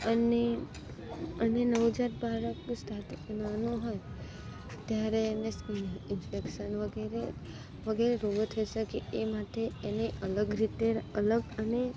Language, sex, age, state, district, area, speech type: Gujarati, female, 18-30, Gujarat, Narmada, urban, spontaneous